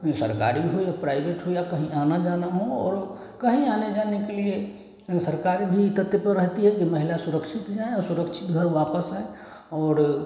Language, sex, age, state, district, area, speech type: Hindi, male, 30-45, Bihar, Samastipur, rural, spontaneous